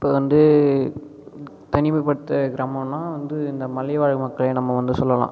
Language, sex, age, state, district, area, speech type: Tamil, male, 18-30, Tamil Nadu, Cuddalore, rural, spontaneous